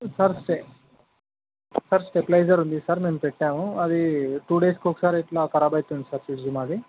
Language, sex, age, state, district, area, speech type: Telugu, male, 18-30, Telangana, Medchal, urban, conversation